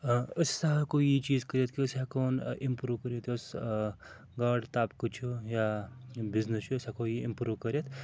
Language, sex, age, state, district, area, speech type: Kashmiri, male, 30-45, Jammu and Kashmir, Srinagar, urban, spontaneous